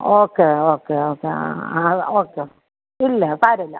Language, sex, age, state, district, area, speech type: Malayalam, female, 45-60, Kerala, Thiruvananthapuram, rural, conversation